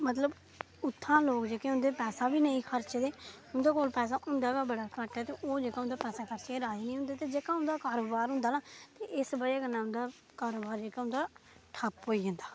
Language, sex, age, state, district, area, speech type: Dogri, female, 18-30, Jammu and Kashmir, Reasi, rural, spontaneous